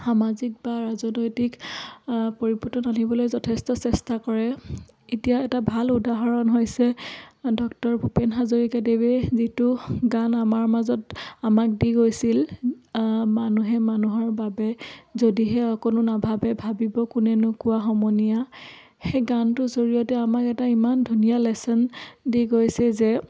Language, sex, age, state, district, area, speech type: Assamese, female, 18-30, Assam, Dhemaji, rural, spontaneous